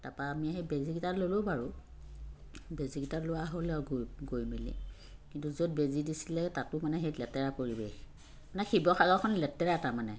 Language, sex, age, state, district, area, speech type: Assamese, female, 45-60, Assam, Sivasagar, urban, spontaneous